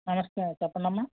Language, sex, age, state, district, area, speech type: Telugu, male, 60+, Andhra Pradesh, East Godavari, rural, conversation